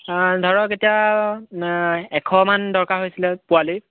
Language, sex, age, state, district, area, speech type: Assamese, male, 18-30, Assam, Golaghat, rural, conversation